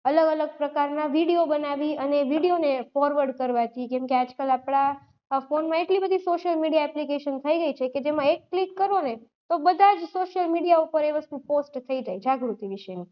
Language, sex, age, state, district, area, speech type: Gujarati, female, 30-45, Gujarat, Rajkot, urban, spontaneous